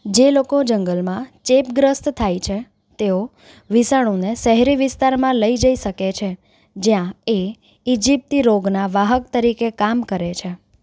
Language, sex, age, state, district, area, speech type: Gujarati, female, 18-30, Gujarat, Anand, urban, read